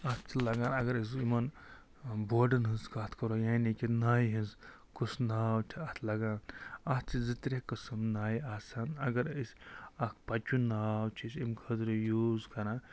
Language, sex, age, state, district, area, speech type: Kashmiri, male, 45-60, Jammu and Kashmir, Budgam, rural, spontaneous